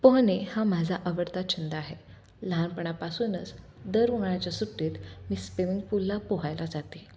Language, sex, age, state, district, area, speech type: Marathi, female, 18-30, Maharashtra, Osmanabad, rural, spontaneous